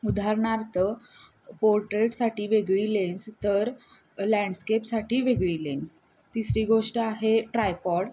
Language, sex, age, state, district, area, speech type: Marathi, female, 18-30, Maharashtra, Kolhapur, urban, spontaneous